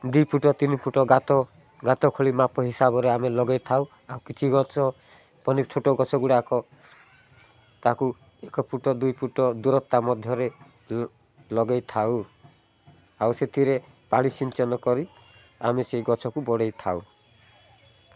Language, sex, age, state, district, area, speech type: Odia, male, 45-60, Odisha, Rayagada, rural, spontaneous